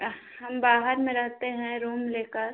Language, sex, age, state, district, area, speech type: Hindi, female, 30-45, Uttar Pradesh, Chandauli, urban, conversation